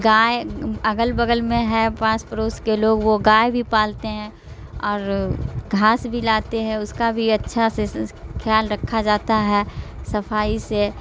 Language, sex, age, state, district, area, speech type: Urdu, female, 45-60, Bihar, Darbhanga, rural, spontaneous